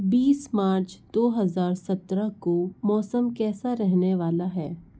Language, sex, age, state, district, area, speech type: Hindi, female, 60+, Madhya Pradesh, Bhopal, urban, read